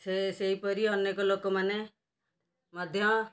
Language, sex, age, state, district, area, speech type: Odia, female, 60+, Odisha, Kendrapara, urban, spontaneous